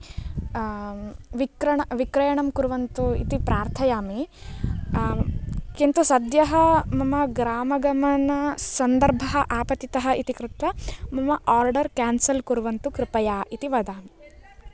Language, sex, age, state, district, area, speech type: Sanskrit, female, 18-30, Karnataka, Uttara Kannada, rural, spontaneous